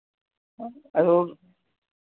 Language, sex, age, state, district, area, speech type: Hindi, female, 60+, Uttar Pradesh, Hardoi, rural, conversation